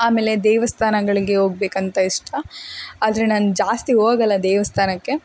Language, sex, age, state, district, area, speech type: Kannada, female, 18-30, Karnataka, Davanagere, rural, spontaneous